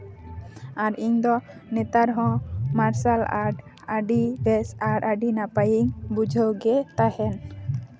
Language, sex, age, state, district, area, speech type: Santali, female, 18-30, West Bengal, Paschim Bardhaman, rural, spontaneous